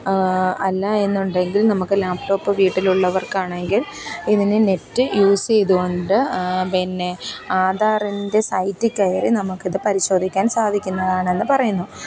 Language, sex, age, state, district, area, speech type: Malayalam, female, 30-45, Kerala, Kollam, rural, spontaneous